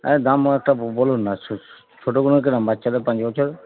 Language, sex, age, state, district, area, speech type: Bengali, male, 30-45, West Bengal, Darjeeling, rural, conversation